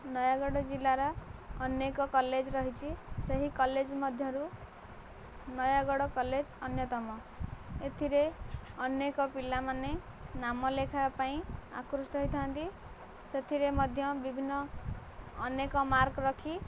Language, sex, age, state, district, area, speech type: Odia, female, 18-30, Odisha, Nayagarh, rural, spontaneous